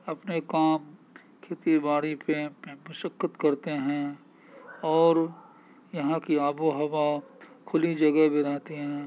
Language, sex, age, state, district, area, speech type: Urdu, male, 30-45, Uttar Pradesh, Gautam Buddha Nagar, rural, spontaneous